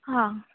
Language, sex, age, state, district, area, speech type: Goan Konkani, female, 18-30, Goa, Murmgao, urban, conversation